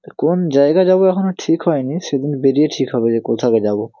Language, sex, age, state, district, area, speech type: Bengali, male, 18-30, West Bengal, Hooghly, urban, spontaneous